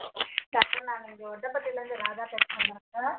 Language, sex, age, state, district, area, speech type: Tamil, female, 45-60, Tamil Nadu, Dharmapuri, urban, conversation